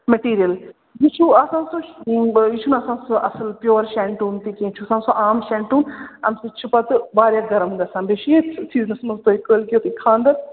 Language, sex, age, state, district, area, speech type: Kashmiri, female, 30-45, Jammu and Kashmir, Srinagar, urban, conversation